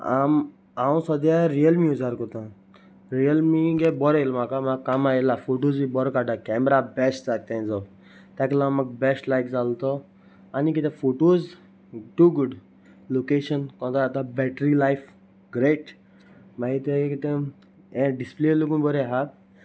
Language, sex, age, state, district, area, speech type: Goan Konkani, male, 18-30, Goa, Salcete, rural, spontaneous